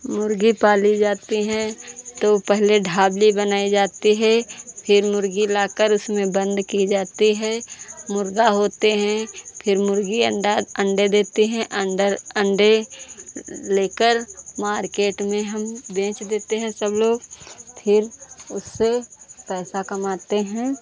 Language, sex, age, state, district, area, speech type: Hindi, female, 45-60, Uttar Pradesh, Lucknow, rural, spontaneous